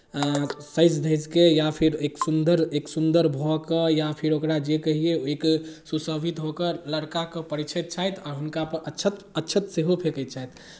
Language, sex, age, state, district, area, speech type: Maithili, male, 18-30, Bihar, Darbhanga, rural, spontaneous